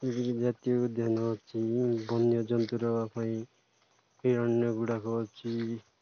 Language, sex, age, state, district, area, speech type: Odia, male, 30-45, Odisha, Nabarangpur, urban, spontaneous